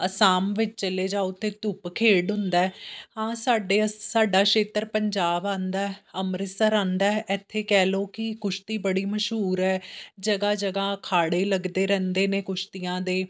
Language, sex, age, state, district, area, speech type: Punjabi, female, 30-45, Punjab, Amritsar, urban, spontaneous